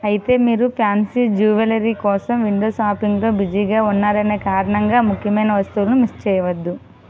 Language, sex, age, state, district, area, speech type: Telugu, female, 18-30, Andhra Pradesh, Vizianagaram, rural, read